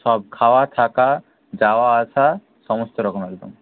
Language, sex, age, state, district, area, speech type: Bengali, male, 30-45, West Bengal, Nadia, rural, conversation